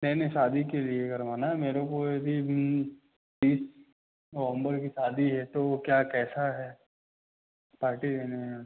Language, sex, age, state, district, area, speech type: Hindi, male, 18-30, Madhya Pradesh, Katni, urban, conversation